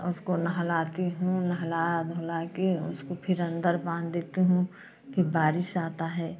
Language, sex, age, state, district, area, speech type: Hindi, female, 45-60, Uttar Pradesh, Jaunpur, rural, spontaneous